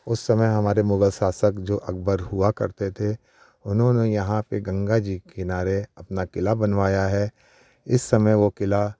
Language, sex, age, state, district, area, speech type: Hindi, male, 45-60, Uttar Pradesh, Prayagraj, urban, spontaneous